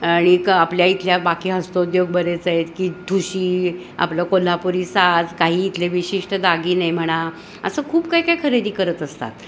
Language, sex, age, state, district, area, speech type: Marathi, female, 60+, Maharashtra, Kolhapur, urban, spontaneous